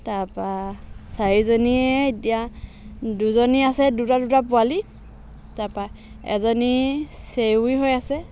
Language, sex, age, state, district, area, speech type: Assamese, female, 60+, Assam, Dhemaji, rural, spontaneous